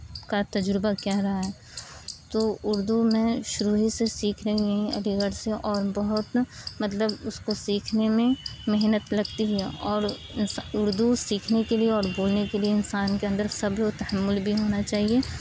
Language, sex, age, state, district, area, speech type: Urdu, female, 30-45, Uttar Pradesh, Aligarh, rural, spontaneous